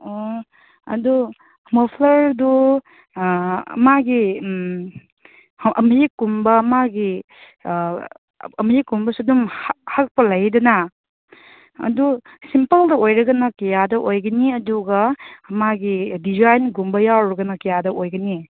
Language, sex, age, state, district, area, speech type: Manipuri, female, 30-45, Manipur, Chandel, rural, conversation